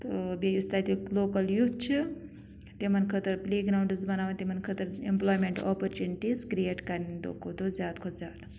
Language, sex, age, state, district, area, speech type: Kashmiri, female, 18-30, Jammu and Kashmir, Bandipora, rural, spontaneous